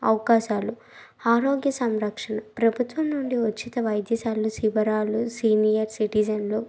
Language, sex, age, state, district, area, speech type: Telugu, female, 30-45, Andhra Pradesh, Krishna, urban, spontaneous